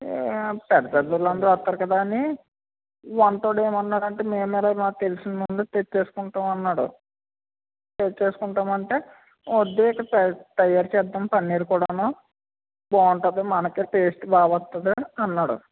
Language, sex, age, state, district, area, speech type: Telugu, male, 60+, Andhra Pradesh, East Godavari, rural, conversation